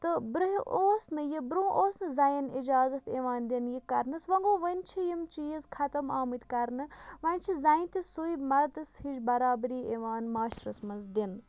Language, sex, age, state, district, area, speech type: Kashmiri, female, 60+, Jammu and Kashmir, Bandipora, rural, spontaneous